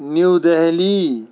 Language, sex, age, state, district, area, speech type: Kashmiri, female, 45-60, Jammu and Kashmir, Shopian, rural, spontaneous